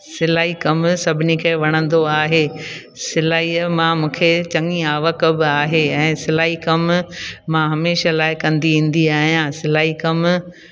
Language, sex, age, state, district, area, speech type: Sindhi, female, 60+, Gujarat, Junagadh, rural, spontaneous